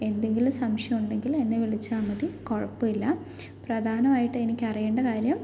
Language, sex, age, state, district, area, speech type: Malayalam, female, 18-30, Kerala, Pathanamthitta, urban, spontaneous